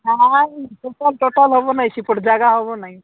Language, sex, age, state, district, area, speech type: Odia, male, 45-60, Odisha, Nabarangpur, rural, conversation